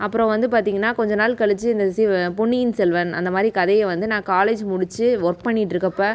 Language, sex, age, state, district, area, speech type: Tamil, female, 30-45, Tamil Nadu, Cuddalore, rural, spontaneous